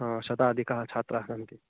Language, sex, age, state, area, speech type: Sanskrit, male, 18-30, Uttarakhand, urban, conversation